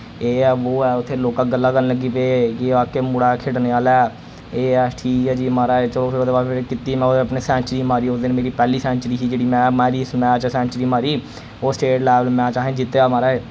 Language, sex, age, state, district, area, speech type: Dogri, male, 18-30, Jammu and Kashmir, Jammu, rural, spontaneous